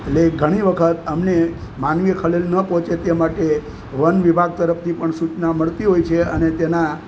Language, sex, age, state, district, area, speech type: Gujarati, male, 60+, Gujarat, Junagadh, urban, spontaneous